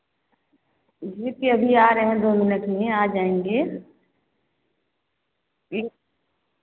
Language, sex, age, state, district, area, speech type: Hindi, female, 18-30, Uttar Pradesh, Varanasi, rural, conversation